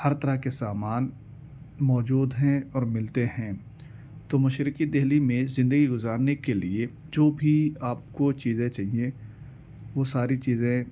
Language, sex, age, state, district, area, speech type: Urdu, male, 18-30, Delhi, East Delhi, urban, spontaneous